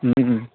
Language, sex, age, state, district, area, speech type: Urdu, male, 18-30, Bihar, Khagaria, rural, conversation